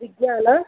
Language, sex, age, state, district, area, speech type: Kannada, female, 18-30, Karnataka, Shimoga, rural, conversation